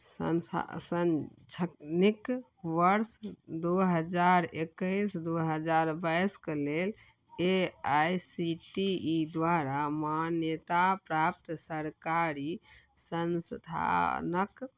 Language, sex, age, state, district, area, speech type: Maithili, female, 45-60, Bihar, Darbhanga, urban, read